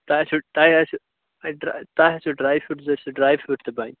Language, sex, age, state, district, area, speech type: Kashmiri, male, 30-45, Jammu and Kashmir, Bandipora, rural, conversation